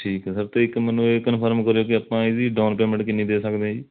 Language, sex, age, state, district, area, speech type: Punjabi, male, 30-45, Punjab, Mohali, rural, conversation